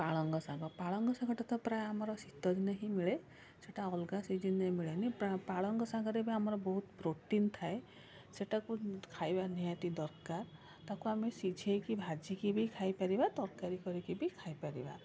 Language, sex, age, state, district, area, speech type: Odia, female, 45-60, Odisha, Cuttack, urban, spontaneous